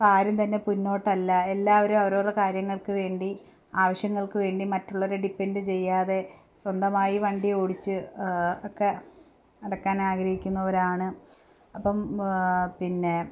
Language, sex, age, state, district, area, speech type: Malayalam, female, 18-30, Kerala, Palakkad, rural, spontaneous